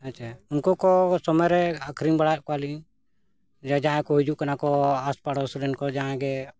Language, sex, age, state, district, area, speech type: Santali, male, 45-60, Jharkhand, Bokaro, rural, spontaneous